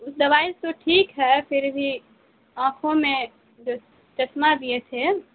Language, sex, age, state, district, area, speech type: Urdu, female, 18-30, Bihar, Saharsa, rural, conversation